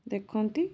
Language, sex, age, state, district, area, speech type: Odia, female, 18-30, Odisha, Balasore, rural, spontaneous